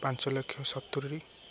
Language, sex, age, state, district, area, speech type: Odia, male, 18-30, Odisha, Jagatsinghpur, rural, spontaneous